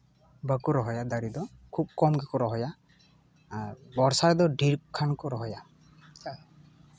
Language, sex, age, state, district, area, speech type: Santali, male, 18-30, West Bengal, Purba Bardhaman, rural, spontaneous